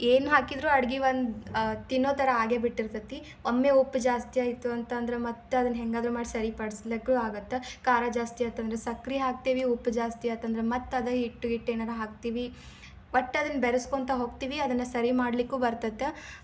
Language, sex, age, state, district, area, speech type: Kannada, female, 18-30, Karnataka, Dharwad, rural, spontaneous